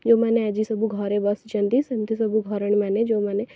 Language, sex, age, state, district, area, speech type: Odia, female, 18-30, Odisha, Cuttack, urban, spontaneous